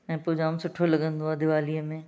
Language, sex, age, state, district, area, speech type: Sindhi, other, 60+, Maharashtra, Thane, urban, spontaneous